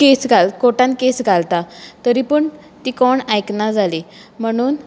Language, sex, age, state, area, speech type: Goan Konkani, female, 30-45, Goa, rural, spontaneous